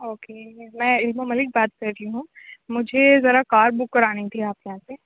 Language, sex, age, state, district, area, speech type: Urdu, female, 18-30, Uttar Pradesh, Aligarh, urban, conversation